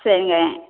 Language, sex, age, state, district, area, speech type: Tamil, female, 60+, Tamil Nadu, Tiruchirappalli, urban, conversation